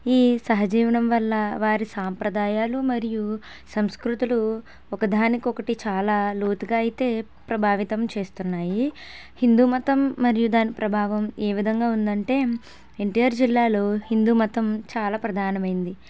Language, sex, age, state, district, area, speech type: Telugu, female, 18-30, Andhra Pradesh, N T Rama Rao, urban, spontaneous